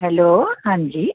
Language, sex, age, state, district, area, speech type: Dogri, female, 45-60, Jammu and Kashmir, Udhampur, urban, conversation